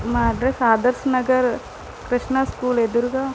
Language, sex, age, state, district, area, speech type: Telugu, female, 18-30, Andhra Pradesh, Visakhapatnam, rural, spontaneous